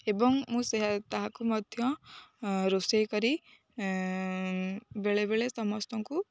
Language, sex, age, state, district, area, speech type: Odia, female, 18-30, Odisha, Jagatsinghpur, urban, spontaneous